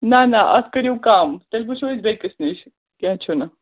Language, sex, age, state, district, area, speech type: Kashmiri, female, 30-45, Jammu and Kashmir, Srinagar, urban, conversation